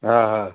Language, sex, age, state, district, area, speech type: Sindhi, male, 45-60, Gujarat, Kutch, rural, conversation